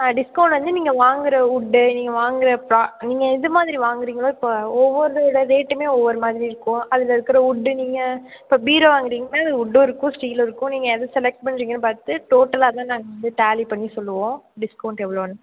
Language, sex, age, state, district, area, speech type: Tamil, female, 18-30, Tamil Nadu, Mayiladuthurai, rural, conversation